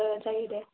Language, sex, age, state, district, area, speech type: Bodo, female, 18-30, Assam, Udalguri, rural, conversation